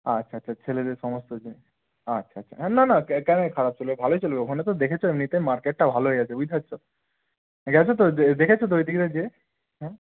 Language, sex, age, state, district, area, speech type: Bengali, male, 18-30, West Bengal, Bankura, urban, conversation